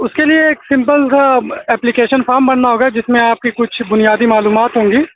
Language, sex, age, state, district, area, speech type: Urdu, male, 30-45, Uttar Pradesh, Azamgarh, rural, conversation